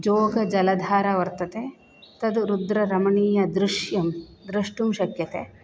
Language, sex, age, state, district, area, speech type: Sanskrit, female, 30-45, Karnataka, Shimoga, rural, spontaneous